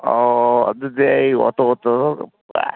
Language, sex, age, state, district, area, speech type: Manipuri, male, 60+, Manipur, Kangpokpi, urban, conversation